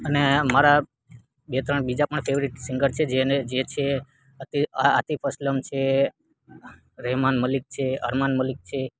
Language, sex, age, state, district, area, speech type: Gujarati, male, 18-30, Gujarat, Junagadh, rural, spontaneous